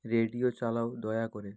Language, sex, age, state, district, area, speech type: Bengali, male, 30-45, West Bengal, Bankura, urban, read